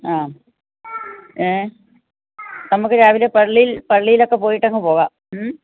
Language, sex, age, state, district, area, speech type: Malayalam, female, 45-60, Kerala, Kannur, rural, conversation